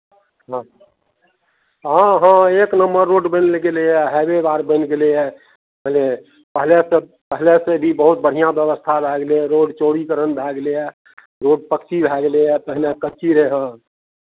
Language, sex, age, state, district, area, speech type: Maithili, male, 60+, Bihar, Madhepura, rural, conversation